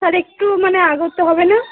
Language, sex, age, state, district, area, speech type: Bengali, female, 18-30, West Bengal, Dakshin Dinajpur, urban, conversation